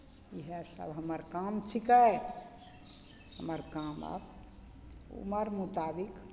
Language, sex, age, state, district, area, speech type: Maithili, female, 60+, Bihar, Begusarai, rural, spontaneous